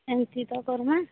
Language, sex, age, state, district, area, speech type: Odia, female, 30-45, Odisha, Sambalpur, rural, conversation